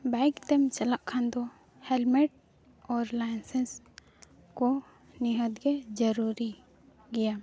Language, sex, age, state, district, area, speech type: Santali, female, 18-30, Jharkhand, East Singhbhum, rural, spontaneous